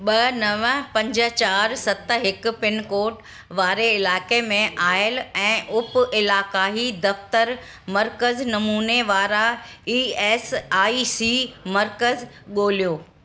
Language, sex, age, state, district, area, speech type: Sindhi, female, 60+, Delhi, South Delhi, urban, read